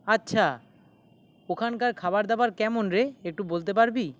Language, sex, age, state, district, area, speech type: Bengali, male, 18-30, West Bengal, South 24 Parganas, urban, spontaneous